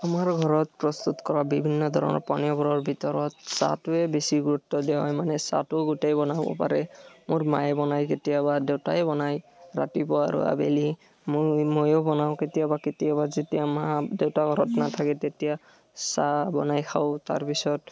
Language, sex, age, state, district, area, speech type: Assamese, male, 18-30, Assam, Barpeta, rural, spontaneous